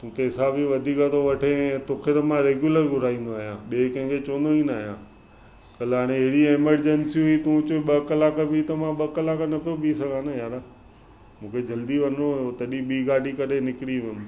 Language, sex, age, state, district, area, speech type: Sindhi, male, 45-60, Maharashtra, Mumbai Suburban, urban, spontaneous